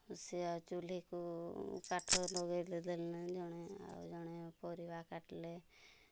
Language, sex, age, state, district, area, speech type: Odia, female, 45-60, Odisha, Mayurbhanj, rural, spontaneous